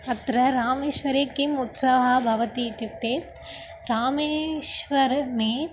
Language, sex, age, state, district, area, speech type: Sanskrit, female, 18-30, Tamil Nadu, Dharmapuri, rural, spontaneous